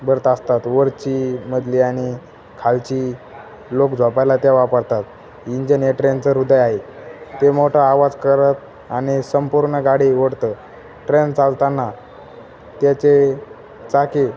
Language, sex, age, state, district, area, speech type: Marathi, male, 18-30, Maharashtra, Jalna, urban, spontaneous